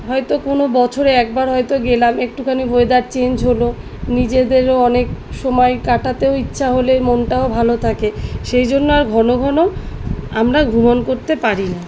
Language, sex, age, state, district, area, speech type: Bengali, female, 30-45, West Bengal, South 24 Parganas, urban, spontaneous